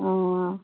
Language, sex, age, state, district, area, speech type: Manipuri, female, 45-60, Manipur, Kakching, rural, conversation